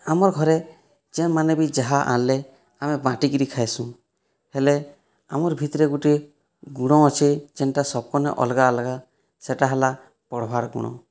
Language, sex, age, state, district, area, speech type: Odia, male, 30-45, Odisha, Boudh, rural, spontaneous